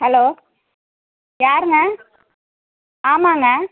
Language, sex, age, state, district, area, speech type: Tamil, female, 60+, Tamil Nadu, Erode, urban, conversation